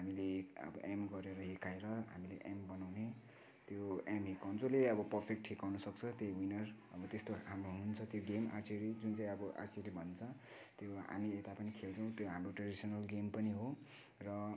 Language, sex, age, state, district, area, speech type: Nepali, male, 18-30, West Bengal, Kalimpong, rural, spontaneous